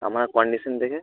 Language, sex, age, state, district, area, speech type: Bengali, male, 45-60, West Bengal, Nadia, rural, conversation